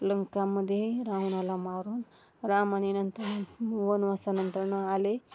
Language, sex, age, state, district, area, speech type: Marathi, female, 30-45, Maharashtra, Osmanabad, rural, spontaneous